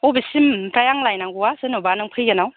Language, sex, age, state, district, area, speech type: Bodo, female, 45-60, Assam, Chirang, rural, conversation